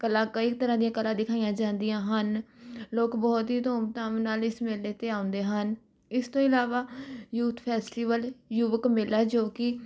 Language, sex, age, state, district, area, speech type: Punjabi, female, 18-30, Punjab, Rupnagar, urban, spontaneous